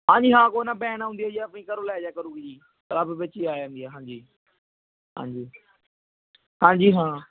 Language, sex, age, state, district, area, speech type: Punjabi, male, 30-45, Punjab, Barnala, rural, conversation